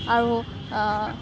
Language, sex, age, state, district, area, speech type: Assamese, female, 45-60, Assam, Morigaon, rural, spontaneous